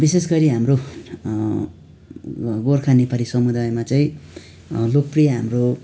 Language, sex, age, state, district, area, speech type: Nepali, male, 18-30, West Bengal, Darjeeling, rural, spontaneous